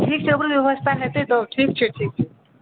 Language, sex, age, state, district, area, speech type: Maithili, male, 18-30, Bihar, Supaul, rural, conversation